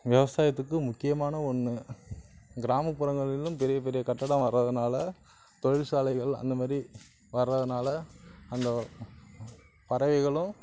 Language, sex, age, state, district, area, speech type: Tamil, male, 30-45, Tamil Nadu, Nagapattinam, rural, spontaneous